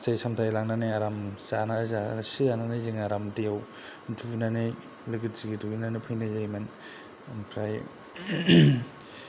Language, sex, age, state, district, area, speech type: Bodo, male, 30-45, Assam, Kokrajhar, rural, spontaneous